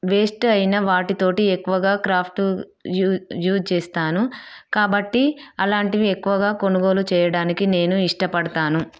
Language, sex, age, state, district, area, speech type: Telugu, female, 30-45, Telangana, Peddapalli, rural, spontaneous